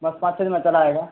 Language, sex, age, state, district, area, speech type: Urdu, male, 18-30, Bihar, Saharsa, rural, conversation